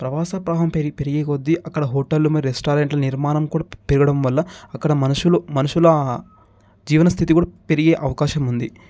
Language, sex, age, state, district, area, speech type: Telugu, male, 18-30, Telangana, Ranga Reddy, urban, spontaneous